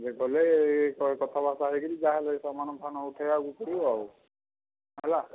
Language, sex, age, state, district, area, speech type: Odia, male, 60+, Odisha, Jharsuguda, rural, conversation